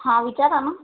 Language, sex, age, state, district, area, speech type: Marathi, female, 18-30, Maharashtra, Amravati, urban, conversation